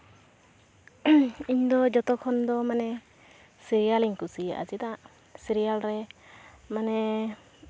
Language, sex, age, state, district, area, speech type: Santali, female, 18-30, West Bengal, Uttar Dinajpur, rural, spontaneous